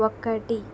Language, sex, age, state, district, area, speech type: Telugu, female, 18-30, Andhra Pradesh, Krishna, urban, read